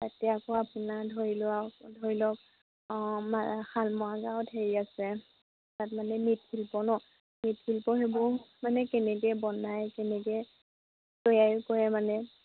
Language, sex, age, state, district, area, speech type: Assamese, female, 18-30, Assam, Majuli, urban, conversation